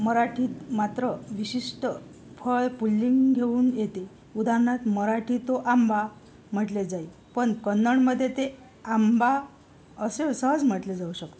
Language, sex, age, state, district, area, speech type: Marathi, female, 45-60, Maharashtra, Yavatmal, rural, spontaneous